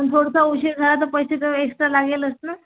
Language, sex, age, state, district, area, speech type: Marathi, female, 18-30, Maharashtra, Wardha, rural, conversation